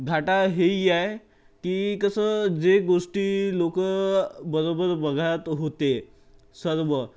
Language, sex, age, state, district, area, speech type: Marathi, male, 45-60, Maharashtra, Nagpur, urban, spontaneous